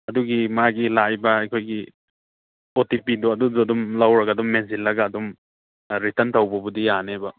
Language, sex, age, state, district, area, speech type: Manipuri, male, 30-45, Manipur, Churachandpur, rural, conversation